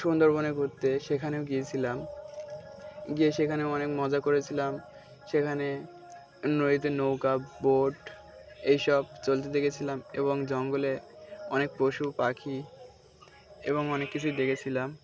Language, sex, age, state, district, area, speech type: Bengali, male, 18-30, West Bengal, Birbhum, urban, spontaneous